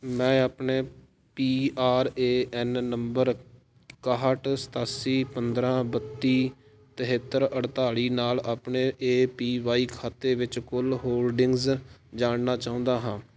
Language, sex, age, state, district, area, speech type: Punjabi, male, 18-30, Punjab, Fatehgarh Sahib, rural, read